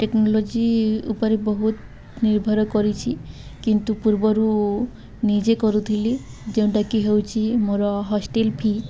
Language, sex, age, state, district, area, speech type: Odia, female, 18-30, Odisha, Subarnapur, urban, spontaneous